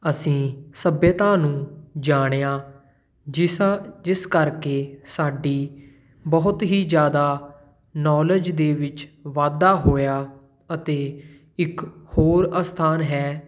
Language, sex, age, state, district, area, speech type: Punjabi, male, 18-30, Punjab, Patiala, urban, spontaneous